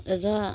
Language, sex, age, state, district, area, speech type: Nepali, female, 30-45, West Bengal, Darjeeling, rural, spontaneous